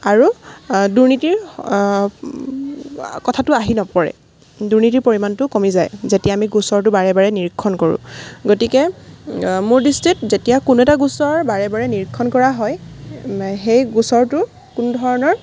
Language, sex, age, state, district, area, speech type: Assamese, female, 18-30, Assam, Golaghat, urban, spontaneous